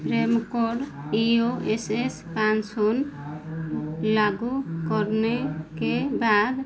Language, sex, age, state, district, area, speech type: Hindi, female, 45-60, Madhya Pradesh, Chhindwara, rural, read